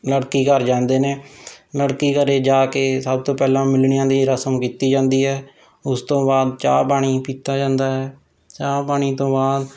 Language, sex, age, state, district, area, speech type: Punjabi, male, 30-45, Punjab, Rupnagar, rural, spontaneous